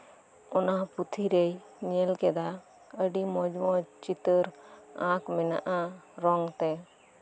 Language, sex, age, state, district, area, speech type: Santali, female, 18-30, West Bengal, Birbhum, rural, spontaneous